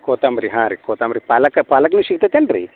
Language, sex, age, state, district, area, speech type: Kannada, male, 30-45, Karnataka, Vijayapura, rural, conversation